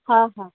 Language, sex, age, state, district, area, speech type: Gujarati, female, 30-45, Gujarat, Kheda, rural, conversation